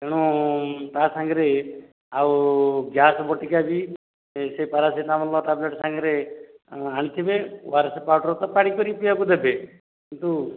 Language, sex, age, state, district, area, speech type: Odia, male, 45-60, Odisha, Dhenkanal, rural, conversation